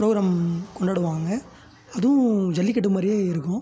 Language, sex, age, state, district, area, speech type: Tamil, male, 18-30, Tamil Nadu, Tiruvannamalai, rural, spontaneous